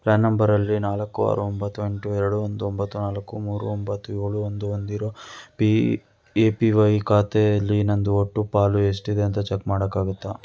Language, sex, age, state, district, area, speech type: Kannada, male, 18-30, Karnataka, Tumkur, urban, read